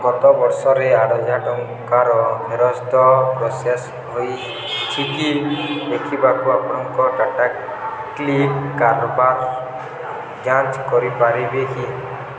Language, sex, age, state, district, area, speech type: Odia, male, 18-30, Odisha, Balangir, urban, read